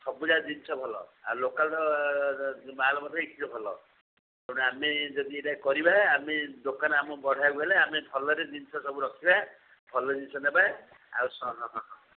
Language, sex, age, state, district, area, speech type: Odia, female, 60+, Odisha, Sundergarh, rural, conversation